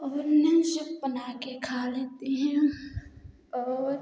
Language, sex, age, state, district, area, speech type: Hindi, female, 18-30, Uttar Pradesh, Prayagraj, rural, spontaneous